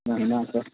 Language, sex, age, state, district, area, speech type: Assamese, male, 18-30, Assam, Majuli, urban, conversation